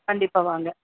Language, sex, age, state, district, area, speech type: Tamil, female, 45-60, Tamil Nadu, Salem, rural, conversation